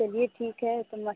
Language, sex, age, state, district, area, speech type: Hindi, female, 30-45, Uttar Pradesh, Mirzapur, rural, conversation